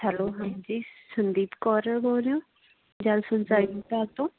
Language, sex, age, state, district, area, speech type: Punjabi, female, 30-45, Punjab, Muktsar, rural, conversation